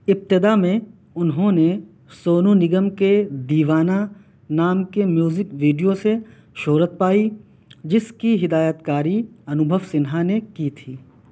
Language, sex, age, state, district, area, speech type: Urdu, male, 18-30, Delhi, South Delhi, urban, read